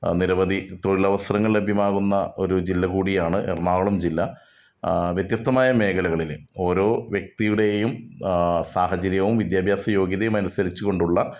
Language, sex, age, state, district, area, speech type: Malayalam, male, 30-45, Kerala, Ernakulam, rural, spontaneous